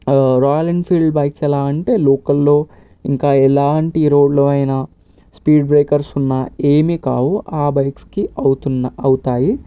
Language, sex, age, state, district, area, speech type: Telugu, male, 18-30, Telangana, Vikarabad, urban, spontaneous